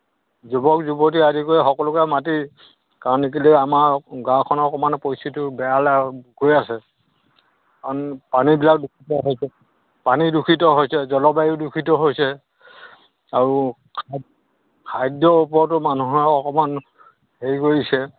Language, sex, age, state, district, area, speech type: Assamese, male, 60+, Assam, Dhemaji, rural, conversation